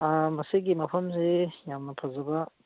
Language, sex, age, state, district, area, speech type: Manipuri, male, 45-60, Manipur, Churachandpur, rural, conversation